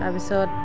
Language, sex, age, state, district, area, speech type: Assamese, female, 45-60, Assam, Morigaon, rural, spontaneous